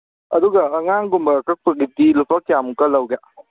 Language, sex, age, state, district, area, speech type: Manipuri, male, 18-30, Manipur, Kangpokpi, urban, conversation